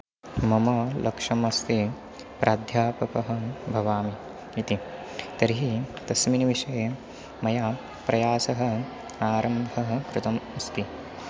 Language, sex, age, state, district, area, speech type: Sanskrit, male, 18-30, Maharashtra, Nashik, rural, spontaneous